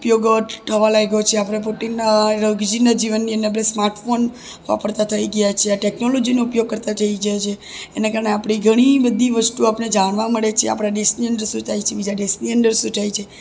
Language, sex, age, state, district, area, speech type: Gujarati, female, 18-30, Gujarat, Surat, rural, spontaneous